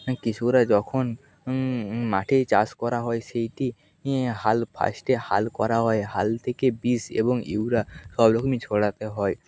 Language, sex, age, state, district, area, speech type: Bengali, male, 30-45, West Bengal, Nadia, rural, spontaneous